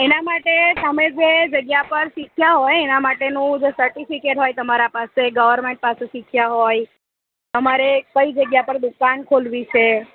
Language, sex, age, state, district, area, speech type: Gujarati, female, 30-45, Gujarat, Narmada, rural, conversation